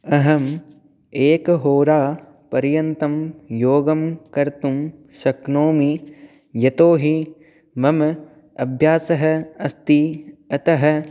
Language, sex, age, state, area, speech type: Sanskrit, male, 18-30, Rajasthan, rural, spontaneous